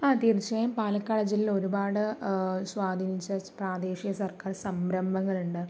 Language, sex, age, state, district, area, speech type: Malayalam, female, 30-45, Kerala, Palakkad, rural, spontaneous